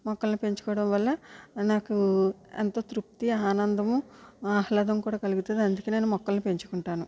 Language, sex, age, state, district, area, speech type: Telugu, female, 60+, Andhra Pradesh, West Godavari, rural, spontaneous